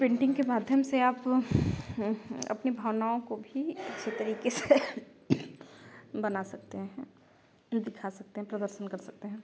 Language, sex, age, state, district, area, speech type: Hindi, female, 18-30, Uttar Pradesh, Chandauli, rural, spontaneous